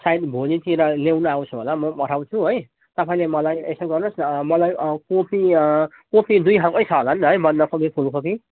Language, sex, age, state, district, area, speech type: Nepali, male, 30-45, West Bengal, Jalpaiguri, urban, conversation